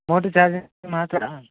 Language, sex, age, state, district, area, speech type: Kannada, male, 30-45, Karnataka, Dakshina Kannada, rural, conversation